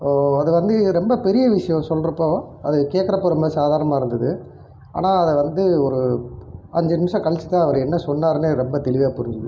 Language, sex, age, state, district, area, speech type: Tamil, male, 45-60, Tamil Nadu, Erode, urban, spontaneous